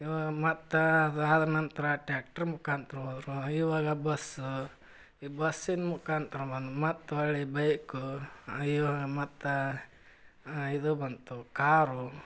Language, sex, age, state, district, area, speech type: Kannada, male, 45-60, Karnataka, Gadag, rural, spontaneous